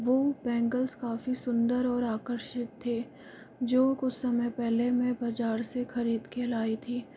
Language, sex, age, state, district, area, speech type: Hindi, female, 45-60, Rajasthan, Jaipur, urban, spontaneous